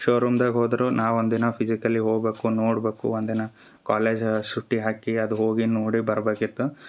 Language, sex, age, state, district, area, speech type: Kannada, male, 30-45, Karnataka, Gulbarga, rural, spontaneous